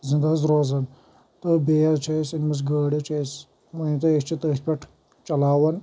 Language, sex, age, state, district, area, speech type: Kashmiri, male, 18-30, Jammu and Kashmir, Shopian, rural, spontaneous